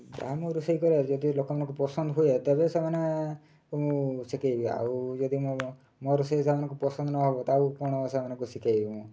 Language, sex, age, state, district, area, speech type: Odia, male, 30-45, Odisha, Mayurbhanj, rural, spontaneous